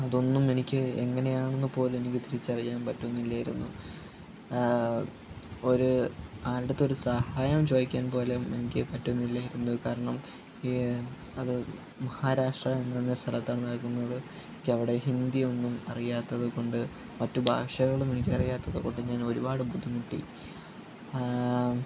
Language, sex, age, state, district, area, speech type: Malayalam, male, 18-30, Kerala, Kollam, rural, spontaneous